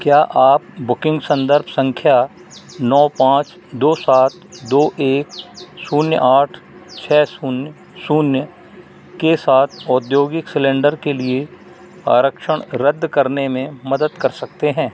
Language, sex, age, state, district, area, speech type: Hindi, male, 60+, Madhya Pradesh, Narsinghpur, rural, read